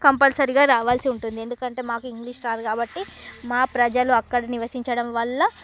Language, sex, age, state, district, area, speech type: Telugu, female, 45-60, Andhra Pradesh, Srikakulam, rural, spontaneous